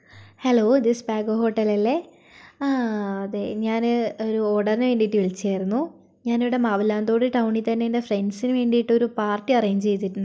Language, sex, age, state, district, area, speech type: Malayalam, female, 18-30, Kerala, Wayanad, rural, spontaneous